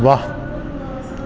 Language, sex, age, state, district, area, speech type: Sindhi, male, 60+, Delhi, South Delhi, urban, read